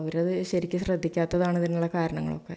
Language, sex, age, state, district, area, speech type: Malayalam, female, 45-60, Kerala, Malappuram, rural, spontaneous